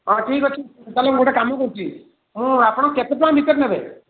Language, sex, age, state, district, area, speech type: Odia, male, 30-45, Odisha, Puri, urban, conversation